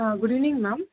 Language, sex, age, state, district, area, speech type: Tamil, female, 30-45, Tamil Nadu, Tiruvallur, rural, conversation